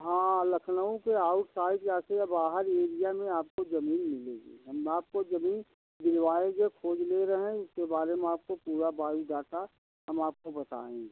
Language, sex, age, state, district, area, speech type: Hindi, male, 60+, Uttar Pradesh, Jaunpur, rural, conversation